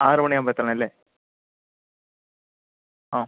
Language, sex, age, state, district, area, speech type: Malayalam, male, 18-30, Kerala, Palakkad, urban, conversation